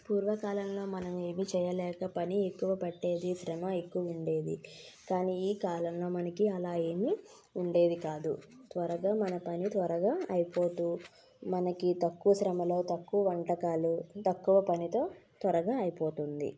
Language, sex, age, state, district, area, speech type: Telugu, female, 18-30, Andhra Pradesh, N T Rama Rao, urban, spontaneous